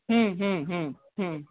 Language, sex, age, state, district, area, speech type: Bengali, female, 45-60, West Bengal, Darjeeling, urban, conversation